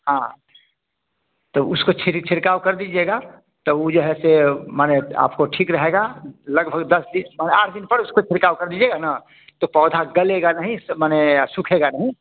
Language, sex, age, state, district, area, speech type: Hindi, male, 60+, Bihar, Samastipur, rural, conversation